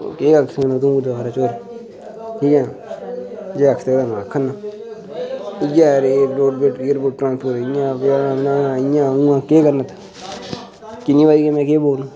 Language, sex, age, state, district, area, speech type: Dogri, male, 18-30, Jammu and Kashmir, Udhampur, rural, spontaneous